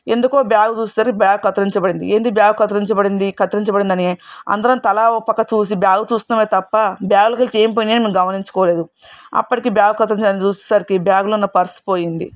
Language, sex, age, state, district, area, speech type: Telugu, female, 45-60, Telangana, Hyderabad, urban, spontaneous